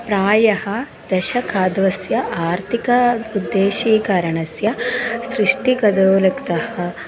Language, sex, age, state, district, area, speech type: Sanskrit, female, 18-30, Kerala, Malappuram, urban, spontaneous